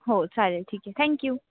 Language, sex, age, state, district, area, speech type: Marathi, female, 18-30, Maharashtra, Nashik, urban, conversation